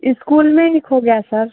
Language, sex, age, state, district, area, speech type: Hindi, female, 18-30, Uttar Pradesh, Chandauli, rural, conversation